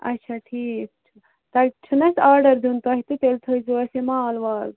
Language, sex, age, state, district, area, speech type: Kashmiri, female, 30-45, Jammu and Kashmir, Ganderbal, rural, conversation